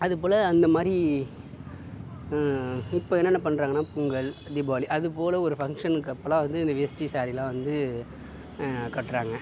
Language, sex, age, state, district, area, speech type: Tamil, male, 60+, Tamil Nadu, Sivaganga, urban, spontaneous